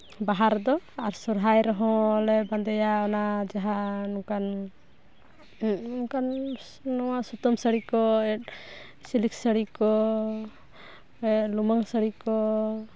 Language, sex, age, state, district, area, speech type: Santali, female, 18-30, West Bengal, Purulia, rural, spontaneous